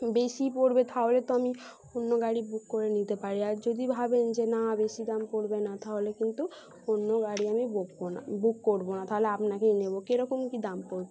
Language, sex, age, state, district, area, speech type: Bengali, female, 18-30, West Bengal, North 24 Parganas, urban, spontaneous